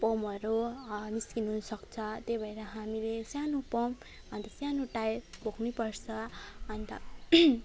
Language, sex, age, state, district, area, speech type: Nepali, female, 30-45, West Bengal, Alipurduar, urban, spontaneous